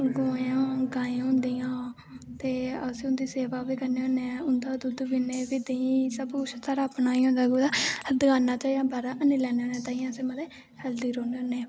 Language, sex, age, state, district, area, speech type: Dogri, female, 18-30, Jammu and Kashmir, Kathua, rural, spontaneous